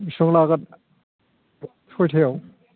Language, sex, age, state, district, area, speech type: Bodo, male, 45-60, Assam, Chirang, rural, conversation